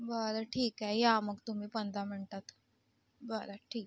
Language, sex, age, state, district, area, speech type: Marathi, female, 18-30, Maharashtra, Nagpur, urban, spontaneous